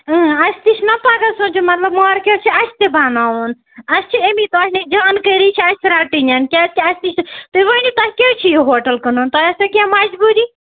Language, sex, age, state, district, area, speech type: Kashmiri, female, 30-45, Jammu and Kashmir, Ganderbal, rural, conversation